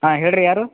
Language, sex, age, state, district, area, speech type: Kannada, male, 45-60, Karnataka, Belgaum, rural, conversation